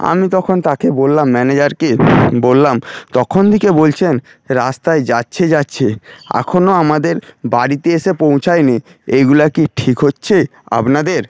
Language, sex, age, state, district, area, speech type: Bengali, male, 45-60, West Bengal, Paschim Medinipur, rural, spontaneous